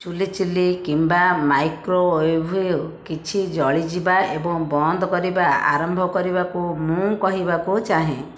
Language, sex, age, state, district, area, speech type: Odia, female, 30-45, Odisha, Bhadrak, rural, read